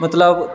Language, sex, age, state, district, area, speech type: Maithili, male, 30-45, Bihar, Sitamarhi, urban, spontaneous